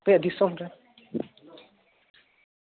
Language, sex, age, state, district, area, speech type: Santali, female, 18-30, West Bengal, Jhargram, rural, conversation